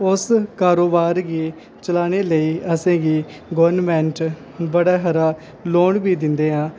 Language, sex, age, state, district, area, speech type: Dogri, male, 18-30, Jammu and Kashmir, Kathua, rural, spontaneous